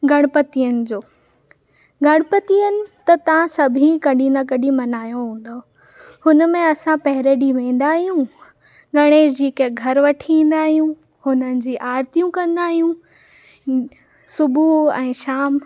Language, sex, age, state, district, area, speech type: Sindhi, female, 18-30, Maharashtra, Mumbai Suburban, urban, spontaneous